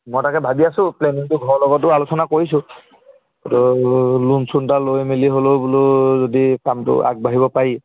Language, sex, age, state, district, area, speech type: Assamese, male, 18-30, Assam, Lakhimpur, urban, conversation